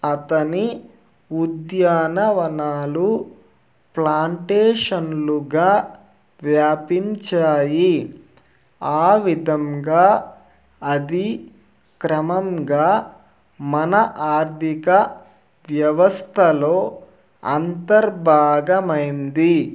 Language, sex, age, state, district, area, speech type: Telugu, male, 30-45, Andhra Pradesh, Nellore, rural, read